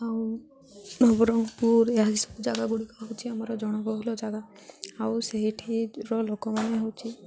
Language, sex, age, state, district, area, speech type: Odia, female, 18-30, Odisha, Malkangiri, urban, spontaneous